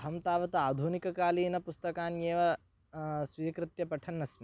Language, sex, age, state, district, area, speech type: Sanskrit, male, 18-30, Karnataka, Bagalkot, rural, spontaneous